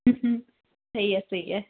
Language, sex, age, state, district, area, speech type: Sindhi, female, 18-30, Gujarat, Kutch, rural, conversation